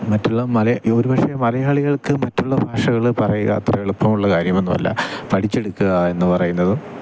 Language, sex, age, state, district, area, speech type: Malayalam, male, 30-45, Kerala, Thiruvananthapuram, rural, spontaneous